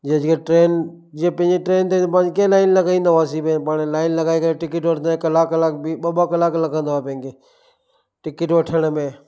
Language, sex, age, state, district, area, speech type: Sindhi, male, 30-45, Gujarat, Kutch, rural, spontaneous